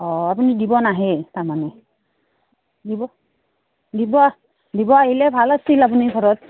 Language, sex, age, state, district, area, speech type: Assamese, female, 30-45, Assam, Udalguri, rural, conversation